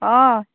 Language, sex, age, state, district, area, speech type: Assamese, female, 30-45, Assam, Nalbari, rural, conversation